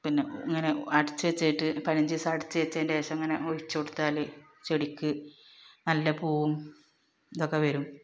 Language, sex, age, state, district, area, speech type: Malayalam, female, 30-45, Kerala, Malappuram, rural, spontaneous